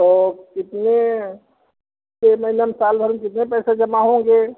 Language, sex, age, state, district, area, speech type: Hindi, male, 60+, Uttar Pradesh, Hardoi, rural, conversation